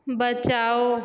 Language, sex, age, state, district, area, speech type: Hindi, female, 18-30, Uttar Pradesh, Sonbhadra, rural, read